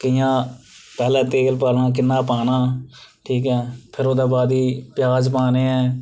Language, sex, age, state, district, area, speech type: Dogri, male, 18-30, Jammu and Kashmir, Reasi, rural, spontaneous